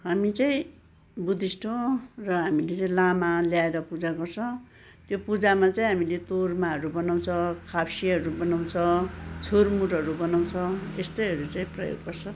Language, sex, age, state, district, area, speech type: Nepali, female, 60+, West Bengal, Kalimpong, rural, spontaneous